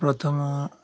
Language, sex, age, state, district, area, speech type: Odia, male, 45-60, Odisha, Koraput, urban, spontaneous